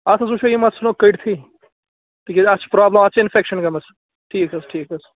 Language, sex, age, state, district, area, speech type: Kashmiri, male, 18-30, Jammu and Kashmir, Baramulla, rural, conversation